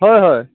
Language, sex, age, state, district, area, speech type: Assamese, male, 18-30, Assam, Tinsukia, rural, conversation